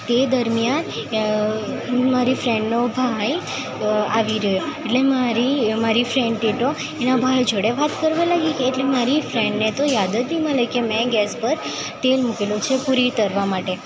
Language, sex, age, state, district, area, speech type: Gujarati, female, 18-30, Gujarat, Valsad, rural, spontaneous